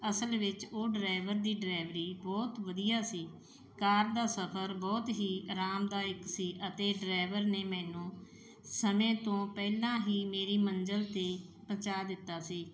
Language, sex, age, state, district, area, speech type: Punjabi, female, 45-60, Punjab, Mansa, urban, spontaneous